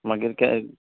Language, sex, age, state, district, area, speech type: Goan Konkani, male, 30-45, Goa, Canacona, rural, conversation